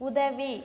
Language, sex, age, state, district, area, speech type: Tamil, female, 30-45, Tamil Nadu, Cuddalore, rural, read